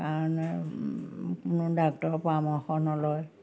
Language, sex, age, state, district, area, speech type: Assamese, female, 60+, Assam, Majuli, urban, spontaneous